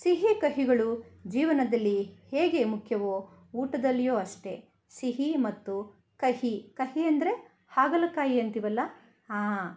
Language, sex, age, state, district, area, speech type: Kannada, female, 60+, Karnataka, Bangalore Rural, rural, spontaneous